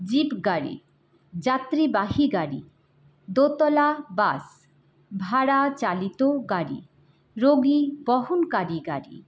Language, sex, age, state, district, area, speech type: Bengali, female, 18-30, West Bengal, Hooghly, urban, spontaneous